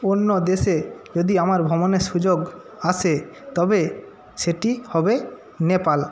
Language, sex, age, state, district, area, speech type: Bengali, male, 45-60, West Bengal, Jhargram, rural, spontaneous